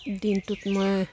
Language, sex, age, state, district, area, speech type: Assamese, female, 60+, Assam, Dibrugarh, rural, spontaneous